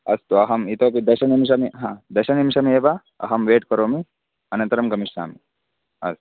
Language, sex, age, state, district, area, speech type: Sanskrit, male, 18-30, Karnataka, Bagalkot, rural, conversation